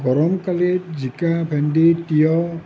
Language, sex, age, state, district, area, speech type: Assamese, male, 60+, Assam, Nalbari, rural, spontaneous